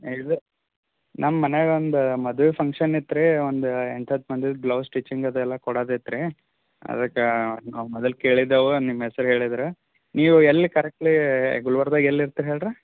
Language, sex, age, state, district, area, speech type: Kannada, male, 30-45, Karnataka, Gulbarga, rural, conversation